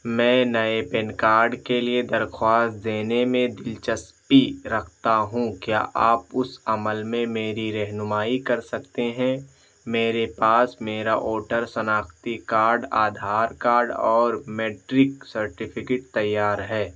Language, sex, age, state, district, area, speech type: Urdu, male, 18-30, Uttar Pradesh, Siddharthnagar, rural, read